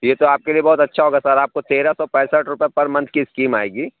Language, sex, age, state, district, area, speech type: Urdu, male, 45-60, Uttar Pradesh, Lucknow, rural, conversation